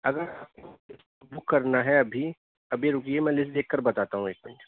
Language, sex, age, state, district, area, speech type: Urdu, male, 30-45, Delhi, East Delhi, urban, conversation